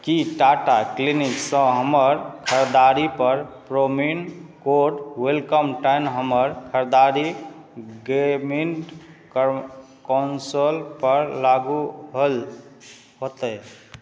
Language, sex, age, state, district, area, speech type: Maithili, male, 45-60, Bihar, Madhubani, rural, read